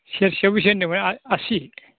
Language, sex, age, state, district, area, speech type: Bodo, male, 60+, Assam, Chirang, rural, conversation